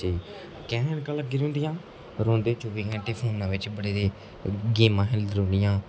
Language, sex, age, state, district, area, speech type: Dogri, male, 18-30, Jammu and Kashmir, Kathua, rural, spontaneous